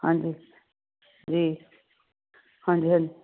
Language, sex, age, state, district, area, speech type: Punjabi, female, 45-60, Punjab, Ludhiana, urban, conversation